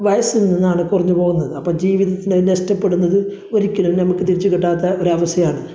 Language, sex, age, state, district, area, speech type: Malayalam, male, 30-45, Kerala, Kasaragod, rural, spontaneous